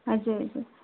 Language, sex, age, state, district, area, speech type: Nepali, female, 18-30, West Bengal, Darjeeling, rural, conversation